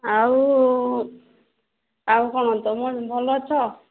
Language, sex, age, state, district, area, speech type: Odia, female, 30-45, Odisha, Sambalpur, rural, conversation